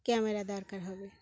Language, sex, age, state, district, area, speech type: Bengali, female, 60+, West Bengal, Uttar Dinajpur, urban, spontaneous